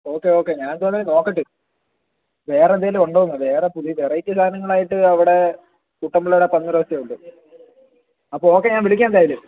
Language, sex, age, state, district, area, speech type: Malayalam, male, 18-30, Kerala, Kollam, rural, conversation